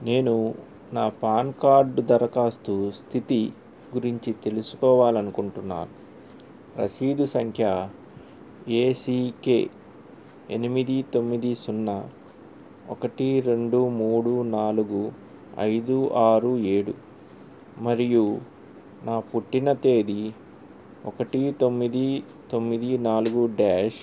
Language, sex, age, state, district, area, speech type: Telugu, male, 45-60, Andhra Pradesh, N T Rama Rao, urban, read